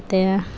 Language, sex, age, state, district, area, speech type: Kannada, female, 30-45, Karnataka, Vijayanagara, rural, spontaneous